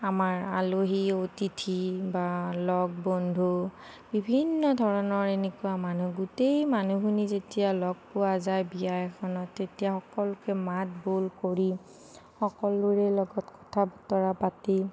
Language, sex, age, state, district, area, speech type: Assamese, female, 30-45, Assam, Nagaon, rural, spontaneous